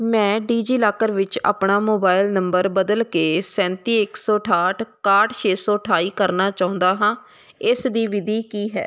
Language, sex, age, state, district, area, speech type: Punjabi, female, 30-45, Punjab, Hoshiarpur, rural, read